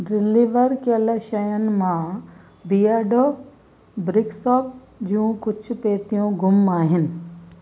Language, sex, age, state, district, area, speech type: Sindhi, female, 45-60, Gujarat, Kutch, rural, read